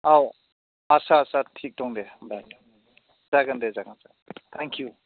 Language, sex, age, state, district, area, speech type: Bodo, male, 18-30, Assam, Chirang, rural, conversation